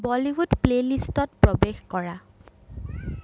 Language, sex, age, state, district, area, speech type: Assamese, female, 30-45, Assam, Sonitpur, rural, read